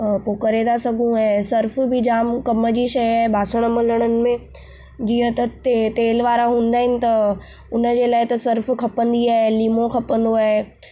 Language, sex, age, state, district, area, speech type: Sindhi, female, 18-30, Maharashtra, Mumbai Suburban, urban, spontaneous